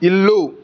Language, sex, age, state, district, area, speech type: Telugu, male, 18-30, Telangana, Peddapalli, rural, read